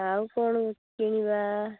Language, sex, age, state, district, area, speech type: Odia, female, 18-30, Odisha, Balasore, rural, conversation